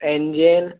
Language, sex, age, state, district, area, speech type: Hindi, male, 18-30, Madhya Pradesh, Harda, urban, conversation